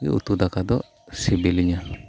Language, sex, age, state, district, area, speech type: Santali, male, 30-45, West Bengal, Birbhum, rural, spontaneous